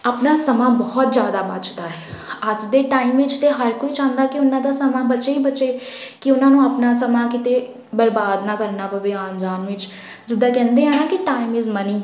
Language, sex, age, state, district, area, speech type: Punjabi, female, 18-30, Punjab, Tarn Taran, urban, spontaneous